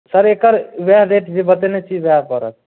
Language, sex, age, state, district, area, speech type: Maithili, male, 18-30, Bihar, Madhubani, rural, conversation